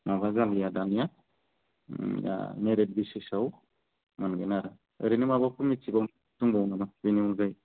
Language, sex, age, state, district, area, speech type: Bodo, male, 30-45, Assam, Udalguri, rural, conversation